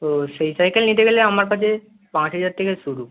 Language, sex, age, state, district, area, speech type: Bengali, male, 18-30, West Bengal, North 24 Parganas, urban, conversation